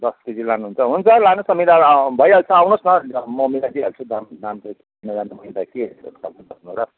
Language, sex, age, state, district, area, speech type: Nepali, male, 45-60, West Bengal, Kalimpong, rural, conversation